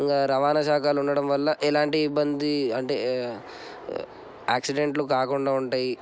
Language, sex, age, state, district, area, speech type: Telugu, male, 18-30, Telangana, Medchal, urban, spontaneous